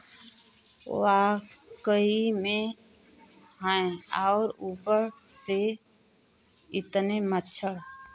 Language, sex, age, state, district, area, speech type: Hindi, female, 45-60, Uttar Pradesh, Mau, rural, read